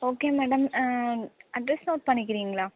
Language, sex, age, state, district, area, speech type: Tamil, female, 30-45, Tamil Nadu, Viluppuram, rural, conversation